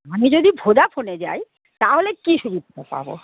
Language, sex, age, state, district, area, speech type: Bengali, female, 60+, West Bengal, North 24 Parganas, urban, conversation